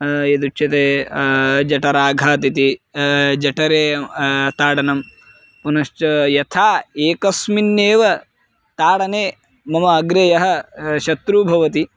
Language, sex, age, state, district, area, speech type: Sanskrit, male, 18-30, Karnataka, Bagalkot, rural, spontaneous